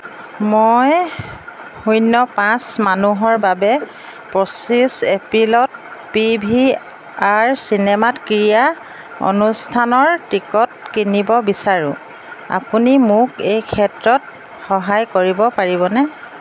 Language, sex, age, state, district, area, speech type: Assamese, female, 45-60, Assam, Jorhat, urban, read